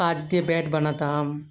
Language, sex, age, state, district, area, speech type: Bengali, male, 18-30, West Bengal, South 24 Parganas, urban, spontaneous